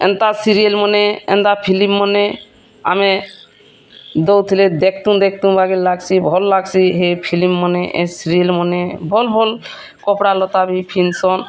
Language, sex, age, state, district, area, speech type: Odia, female, 45-60, Odisha, Bargarh, urban, spontaneous